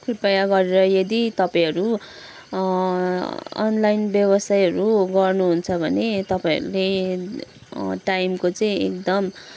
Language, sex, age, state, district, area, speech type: Nepali, male, 60+, West Bengal, Kalimpong, rural, spontaneous